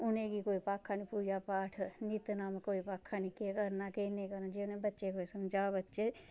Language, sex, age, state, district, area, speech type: Dogri, female, 30-45, Jammu and Kashmir, Samba, rural, spontaneous